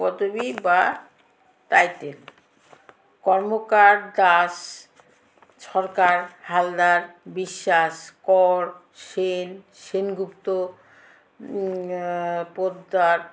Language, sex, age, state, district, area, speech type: Bengali, female, 60+, West Bengal, Alipurduar, rural, spontaneous